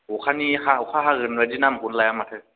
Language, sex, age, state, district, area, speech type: Bodo, male, 18-30, Assam, Kokrajhar, rural, conversation